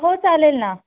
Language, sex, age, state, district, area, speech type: Marathi, female, 30-45, Maharashtra, Kolhapur, urban, conversation